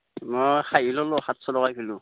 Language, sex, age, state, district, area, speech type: Assamese, male, 18-30, Assam, Darrang, rural, conversation